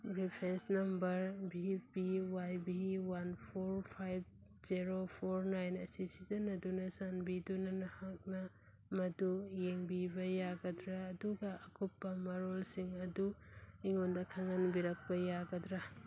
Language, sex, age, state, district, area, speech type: Manipuri, female, 30-45, Manipur, Churachandpur, rural, read